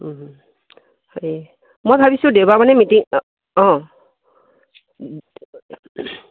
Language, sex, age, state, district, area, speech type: Assamese, female, 45-60, Assam, Dibrugarh, rural, conversation